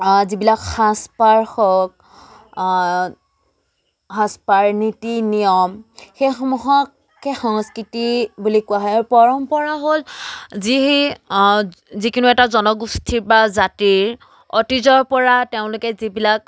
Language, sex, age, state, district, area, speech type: Assamese, female, 18-30, Assam, Charaideo, rural, spontaneous